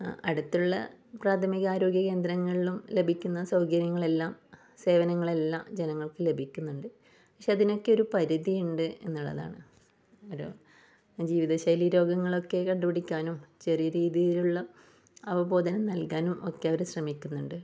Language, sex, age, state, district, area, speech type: Malayalam, female, 30-45, Kerala, Kasaragod, rural, spontaneous